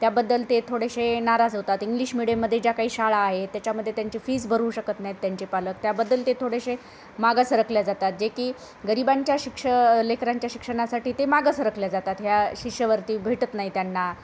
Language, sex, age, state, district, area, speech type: Marathi, female, 30-45, Maharashtra, Nanded, urban, spontaneous